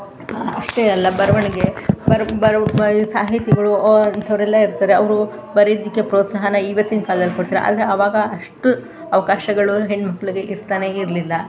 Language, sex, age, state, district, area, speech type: Kannada, female, 45-60, Karnataka, Mandya, rural, spontaneous